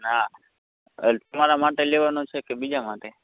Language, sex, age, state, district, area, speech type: Gujarati, male, 18-30, Gujarat, Morbi, rural, conversation